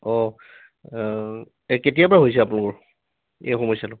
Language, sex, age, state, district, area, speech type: Assamese, male, 60+, Assam, Tinsukia, rural, conversation